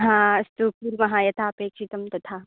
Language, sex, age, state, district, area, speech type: Sanskrit, female, 18-30, Karnataka, Belgaum, rural, conversation